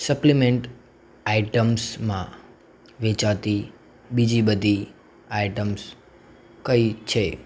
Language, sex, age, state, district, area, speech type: Gujarati, male, 18-30, Gujarat, Anand, urban, read